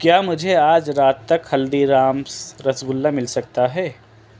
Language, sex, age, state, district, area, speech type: Urdu, male, 18-30, Delhi, East Delhi, urban, read